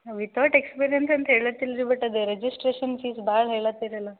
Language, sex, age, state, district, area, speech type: Kannada, female, 18-30, Karnataka, Gulbarga, urban, conversation